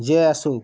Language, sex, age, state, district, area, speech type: Assamese, male, 30-45, Assam, Lakhimpur, rural, spontaneous